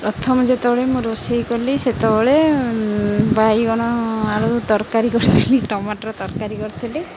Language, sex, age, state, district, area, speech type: Odia, female, 30-45, Odisha, Jagatsinghpur, rural, spontaneous